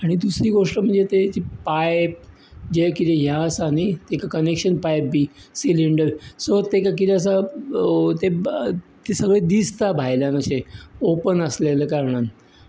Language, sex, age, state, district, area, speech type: Goan Konkani, male, 60+, Goa, Bardez, rural, spontaneous